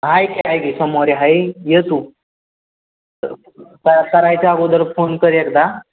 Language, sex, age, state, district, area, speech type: Marathi, male, 18-30, Maharashtra, Satara, urban, conversation